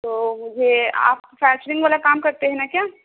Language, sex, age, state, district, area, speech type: Urdu, female, 18-30, Bihar, Gaya, urban, conversation